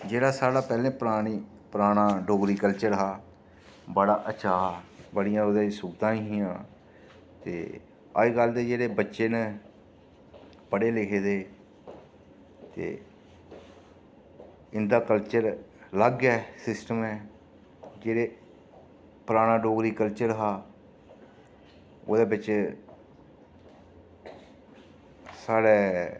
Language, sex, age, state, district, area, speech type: Dogri, male, 30-45, Jammu and Kashmir, Reasi, rural, spontaneous